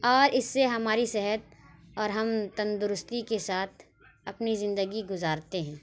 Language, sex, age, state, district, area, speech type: Urdu, female, 18-30, Uttar Pradesh, Lucknow, rural, spontaneous